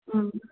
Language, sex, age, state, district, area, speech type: Odia, female, 45-60, Odisha, Sundergarh, rural, conversation